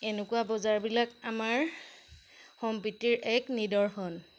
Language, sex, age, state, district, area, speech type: Assamese, female, 30-45, Assam, Majuli, urban, spontaneous